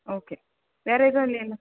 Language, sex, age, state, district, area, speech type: Tamil, female, 18-30, Tamil Nadu, Tiruvarur, rural, conversation